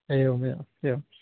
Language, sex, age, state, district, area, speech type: Sanskrit, male, 18-30, West Bengal, North 24 Parganas, rural, conversation